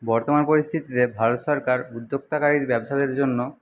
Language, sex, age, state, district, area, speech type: Bengali, male, 60+, West Bengal, Paschim Medinipur, rural, spontaneous